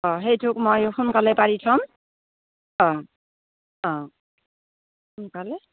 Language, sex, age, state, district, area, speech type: Assamese, female, 60+, Assam, Darrang, rural, conversation